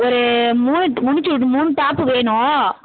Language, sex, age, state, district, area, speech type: Tamil, female, 60+, Tamil Nadu, Sivaganga, rural, conversation